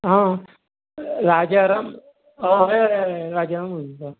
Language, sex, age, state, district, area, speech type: Goan Konkani, male, 60+, Goa, Bardez, rural, conversation